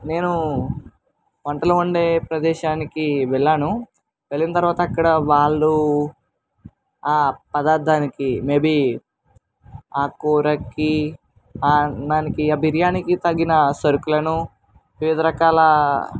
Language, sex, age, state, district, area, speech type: Telugu, male, 18-30, Andhra Pradesh, Eluru, urban, spontaneous